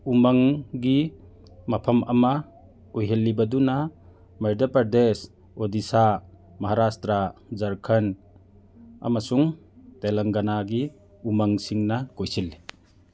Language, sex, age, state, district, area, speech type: Manipuri, male, 45-60, Manipur, Churachandpur, urban, read